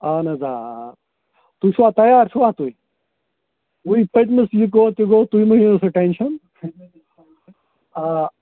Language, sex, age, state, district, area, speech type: Kashmiri, male, 30-45, Jammu and Kashmir, Srinagar, urban, conversation